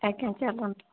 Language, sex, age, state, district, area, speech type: Odia, female, 30-45, Odisha, Mayurbhanj, rural, conversation